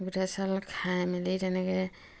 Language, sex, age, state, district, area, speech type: Assamese, female, 45-60, Assam, Dibrugarh, rural, spontaneous